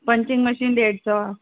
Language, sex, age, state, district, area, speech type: Sindhi, female, 45-60, Delhi, South Delhi, urban, conversation